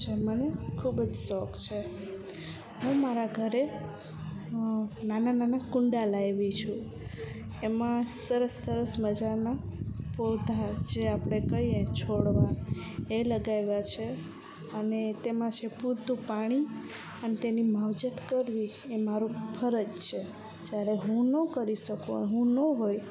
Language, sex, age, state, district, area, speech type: Gujarati, female, 18-30, Gujarat, Kutch, rural, spontaneous